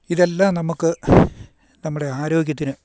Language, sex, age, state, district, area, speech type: Malayalam, male, 60+, Kerala, Idukki, rural, spontaneous